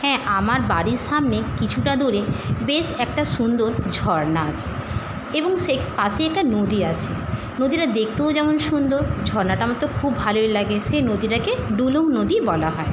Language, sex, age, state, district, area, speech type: Bengali, female, 60+, West Bengal, Jhargram, rural, spontaneous